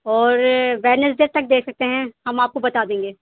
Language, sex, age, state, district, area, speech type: Urdu, female, 18-30, Delhi, East Delhi, urban, conversation